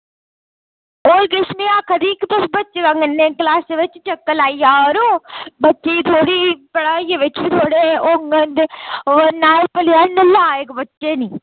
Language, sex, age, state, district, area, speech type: Dogri, female, 60+, Jammu and Kashmir, Udhampur, rural, conversation